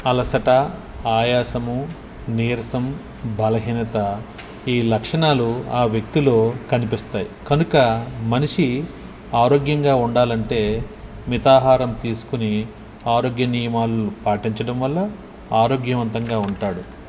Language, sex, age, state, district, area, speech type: Telugu, male, 45-60, Andhra Pradesh, Nellore, urban, spontaneous